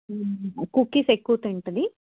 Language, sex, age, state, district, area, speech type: Telugu, female, 18-30, Telangana, Karimnagar, rural, conversation